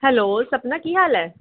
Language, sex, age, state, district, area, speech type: Punjabi, female, 18-30, Punjab, Gurdaspur, rural, conversation